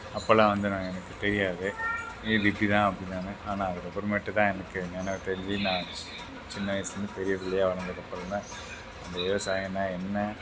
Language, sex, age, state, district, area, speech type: Tamil, male, 60+, Tamil Nadu, Tiruvarur, rural, spontaneous